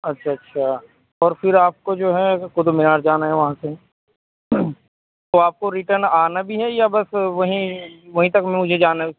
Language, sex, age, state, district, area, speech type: Urdu, male, 18-30, Delhi, North West Delhi, urban, conversation